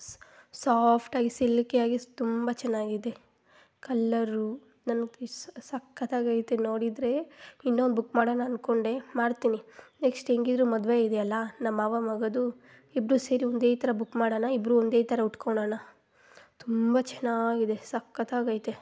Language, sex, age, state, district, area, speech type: Kannada, female, 18-30, Karnataka, Kolar, rural, spontaneous